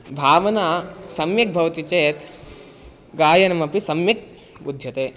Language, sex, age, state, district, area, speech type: Sanskrit, male, 18-30, Karnataka, Bangalore Rural, urban, spontaneous